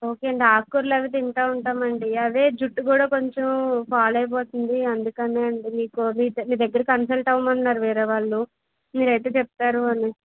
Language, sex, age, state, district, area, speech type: Telugu, female, 45-60, Andhra Pradesh, Vizianagaram, rural, conversation